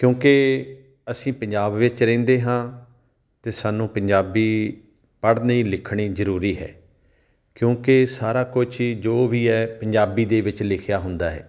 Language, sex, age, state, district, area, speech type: Punjabi, male, 45-60, Punjab, Tarn Taran, rural, spontaneous